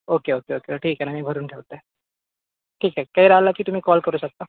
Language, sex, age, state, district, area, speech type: Marathi, female, 18-30, Maharashtra, Nagpur, urban, conversation